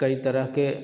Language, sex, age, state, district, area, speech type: Hindi, male, 30-45, Bihar, Darbhanga, rural, spontaneous